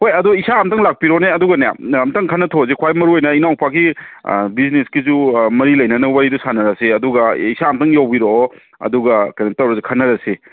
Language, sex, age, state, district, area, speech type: Manipuri, male, 30-45, Manipur, Kangpokpi, urban, conversation